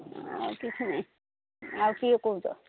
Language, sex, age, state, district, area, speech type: Odia, female, 45-60, Odisha, Angul, rural, conversation